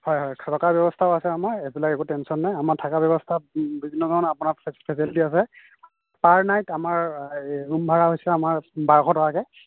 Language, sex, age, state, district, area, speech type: Assamese, male, 45-60, Assam, Nagaon, rural, conversation